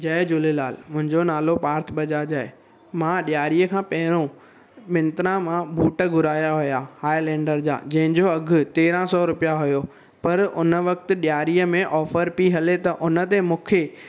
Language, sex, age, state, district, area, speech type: Sindhi, male, 18-30, Gujarat, Surat, urban, spontaneous